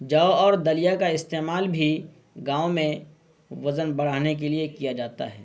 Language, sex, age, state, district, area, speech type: Urdu, male, 30-45, Bihar, Purnia, rural, spontaneous